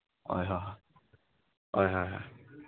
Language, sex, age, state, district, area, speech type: Manipuri, male, 18-30, Manipur, Chandel, rural, conversation